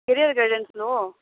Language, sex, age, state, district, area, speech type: Telugu, female, 30-45, Andhra Pradesh, Sri Balaji, rural, conversation